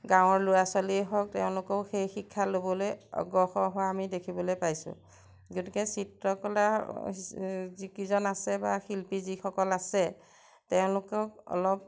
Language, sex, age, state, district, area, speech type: Assamese, female, 45-60, Assam, Majuli, rural, spontaneous